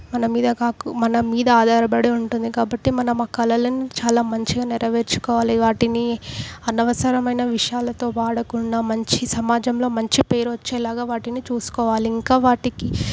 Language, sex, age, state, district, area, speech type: Telugu, female, 18-30, Telangana, Medak, urban, spontaneous